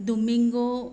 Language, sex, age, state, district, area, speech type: Goan Konkani, female, 30-45, Goa, Quepem, rural, spontaneous